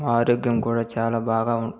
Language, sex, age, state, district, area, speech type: Telugu, male, 30-45, Andhra Pradesh, Chittoor, urban, spontaneous